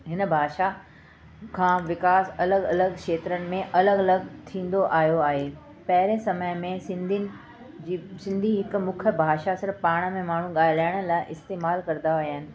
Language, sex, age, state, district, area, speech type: Sindhi, female, 45-60, Delhi, South Delhi, urban, spontaneous